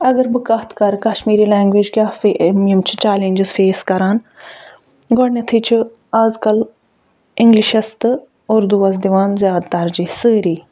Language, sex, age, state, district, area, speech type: Kashmiri, female, 45-60, Jammu and Kashmir, Budgam, rural, spontaneous